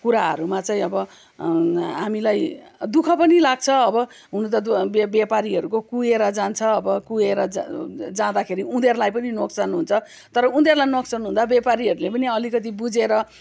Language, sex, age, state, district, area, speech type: Nepali, female, 45-60, West Bengal, Kalimpong, rural, spontaneous